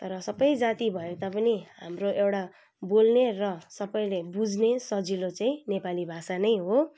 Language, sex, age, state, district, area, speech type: Nepali, female, 30-45, West Bengal, Kalimpong, rural, spontaneous